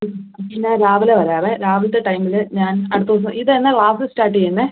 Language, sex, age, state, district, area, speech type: Malayalam, female, 18-30, Kerala, Idukki, rural, conversation